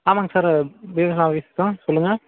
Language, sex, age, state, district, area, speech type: Tamil, male, 18-30, Tamil Nadu, Madurai, rural, conversation